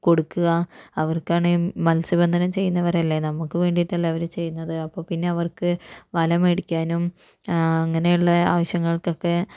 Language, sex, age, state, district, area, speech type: Malayalam, female, 45-60, Kerala, Kozhikode, urban, spontaneous